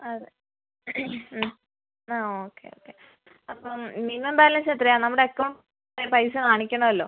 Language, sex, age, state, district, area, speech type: Malayalam, female, 18-30, Kerala, Wayanad, rural, conversation